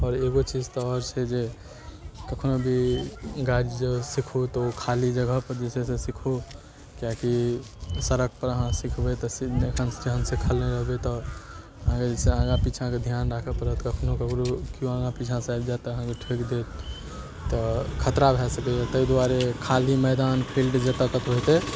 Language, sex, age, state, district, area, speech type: Maithili, male, 18-30, Bihar, Darbhanga, urban, spontaneous